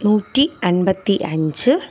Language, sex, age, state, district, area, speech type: Malayalam, female, 30-45, Kerala, Thiruvananthapuram, urban, spontaneous